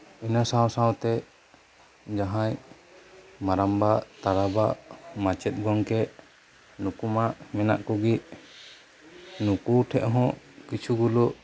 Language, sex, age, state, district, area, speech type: Santali, male, 30-45, West Bengal, Birbhum, rural, spontaneous